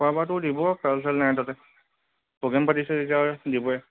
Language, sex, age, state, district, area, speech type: Assamese, male, 45-60, Assam, Charaideo, rural, conversation